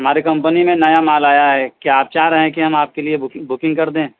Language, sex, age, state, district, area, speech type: Urdu, male, 30-45, Bihar, East Champaran, urban, conversation